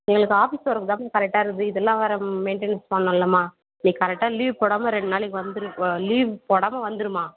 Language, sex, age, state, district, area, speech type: Tamil, female, 30-45, Tamil Nadu, Vellore, urban, conversation